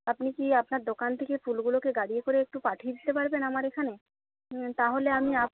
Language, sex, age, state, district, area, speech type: Bengali, female, 45-60, West Bengal, Jhargram, rural, conversation